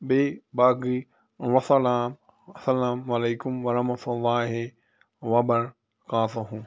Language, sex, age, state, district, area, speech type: Kashmiri, male, 45-60, Jammu and Kashmir, Bandipora, rural, spontaneous